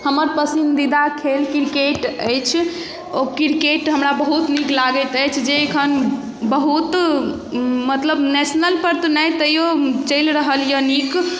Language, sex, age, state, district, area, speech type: Maithili, female, 18-30, Bihar, Darbhanga, rural, spontaneous